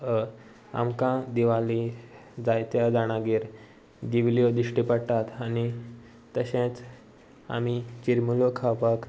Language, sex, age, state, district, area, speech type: Goan Konkani, male, 18-30, Goa, Sanguem, rural, spontaneous